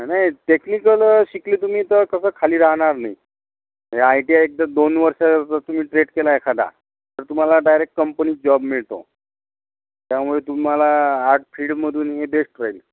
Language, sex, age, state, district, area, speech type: Marathi, male, 60+, Maharashtra, Amravati, rural, conversation